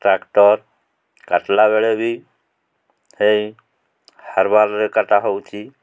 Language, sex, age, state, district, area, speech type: Odia, male, 45-60, Odisha, Mayurbhanj, rural, spontaneous